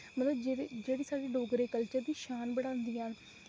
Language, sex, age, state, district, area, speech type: Dogri, female, 30-45, Jammu and Kashmir, Reasi, rural, spontaneous